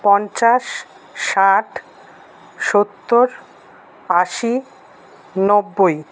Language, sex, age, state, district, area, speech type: Bengali, female, 45-60, West Bengal, Paschim Bardhaman, urban, spontaneous